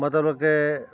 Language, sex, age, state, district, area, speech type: Punjabi, male, 45-60, Punjab, Fatehgarh Sahib, rural, spontaneous